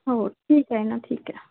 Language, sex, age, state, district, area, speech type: Marathi, female, 30-45, Maharashtra, Yavatmal, rural, conversation